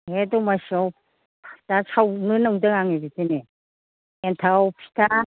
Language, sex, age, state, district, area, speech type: Bodo, female, 60+, Assam, Kokrajhar, rural, conversation